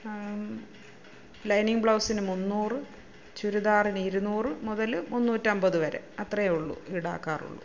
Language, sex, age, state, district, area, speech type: Malayalam, female, 45-60, Kerala, Kollam, rural, spontaneous